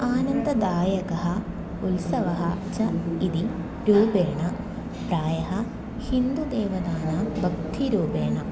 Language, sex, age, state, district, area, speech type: Sanskrit, female, 18-30, Kerala, Thrissur, urban, spontaneous